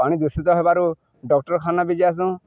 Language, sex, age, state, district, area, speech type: Odia, male, 60+, Odisha, Balangir, urban, spontaneous